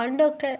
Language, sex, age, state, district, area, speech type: Malayalam, female, 18-30, Kerala, Ernakulam, rural, spontaneous